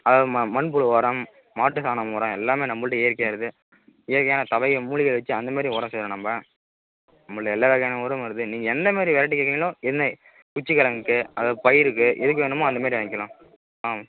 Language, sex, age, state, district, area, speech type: Tamil, male, 18-30, Tamil Nadu, Kallakurichi, urban, conversation